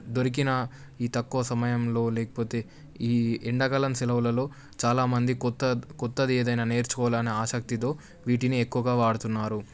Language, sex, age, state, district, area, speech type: Telugu, male, 18-30, Telangana, Medak, rural, spontaneous